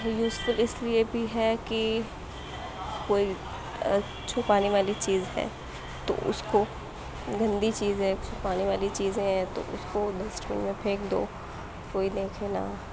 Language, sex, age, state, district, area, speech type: Urdu, female, 18-30, Uttar Pradesh, Mau, urban, spontaneous